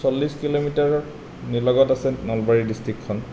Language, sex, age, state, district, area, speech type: Assamese, male, 30-45, Assam, Nalbari, rural, spontaneous